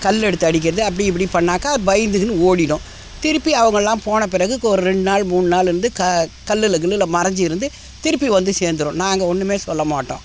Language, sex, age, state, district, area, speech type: Tamil, female, 60+, Tamil Nadu, Tiruvannamalai, rural, spontaneous